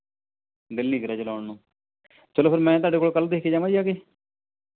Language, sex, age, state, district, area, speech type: Punjabi, male, 30-45, Punjab, Mohali, urban, conversation